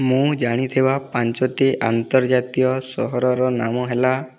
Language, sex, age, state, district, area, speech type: Odia, male, 18-30, Odisha, Boudh, rural, spontaneous